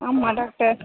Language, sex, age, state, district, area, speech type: Tamil, female, 30-45, Tamil Nadu, Chennai, urban, conversation